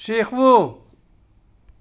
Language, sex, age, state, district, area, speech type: Gujarati, male, 60+, Gujarat, Ahmedabad, urban, read